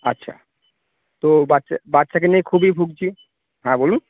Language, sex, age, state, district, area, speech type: Bengali, male, 18-30, West Bengal, Cooch Behar, urban, conversation